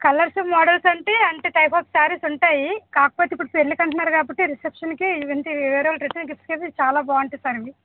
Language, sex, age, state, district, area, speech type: Telugu, female, 30-45, Andhra Pradesh, Visakhapatnam, urban, conversation